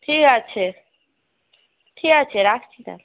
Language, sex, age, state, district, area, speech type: Bengali, female, 45-60, West Bengal, Hooghly, rural, conversation